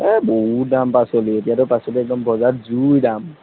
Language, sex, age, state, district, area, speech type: Assamese, male, 45-60, Assam, Darrang, rural, conversation